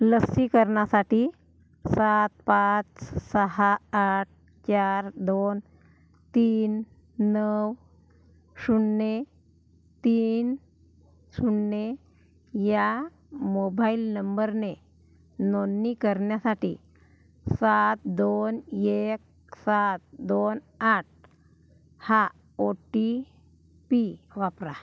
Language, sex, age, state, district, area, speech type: Marathi, female, 45-60, Maharashtra, Gondia, rural, read